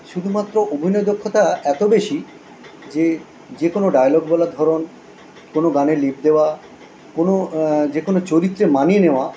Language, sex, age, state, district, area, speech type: Bengali, male, 45-60, West Bengal, Kolkata, urban, spontaneous